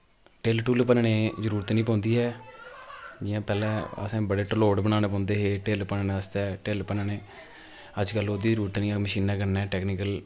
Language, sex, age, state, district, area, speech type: Dogri, male, 30-45, Jammu and Kashmir, Udhampur, rural, spontaneous